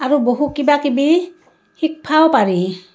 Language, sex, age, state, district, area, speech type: Assamese, female, 60+, Assam, Barpeta, rural, spontaneous